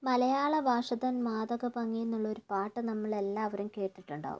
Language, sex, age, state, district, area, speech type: Malayalam, female, 30-45, Kerala, Kannur, rural, spontaneous